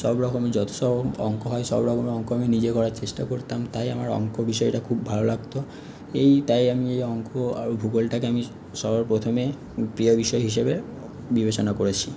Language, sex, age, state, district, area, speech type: Bengali, male, 30-45, West Bengal, Paschim Bardhaman, urban, spontaneous